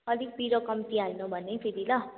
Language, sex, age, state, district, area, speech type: Nepali, female, 18-30, West Bengal, Kalimpong, rural, conversation